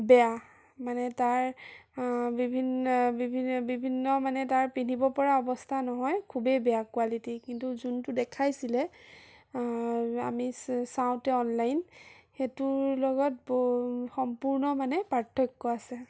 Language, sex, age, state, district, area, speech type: Assamese, female, 18-30, Assam, Sonitpur, urban, spontaneous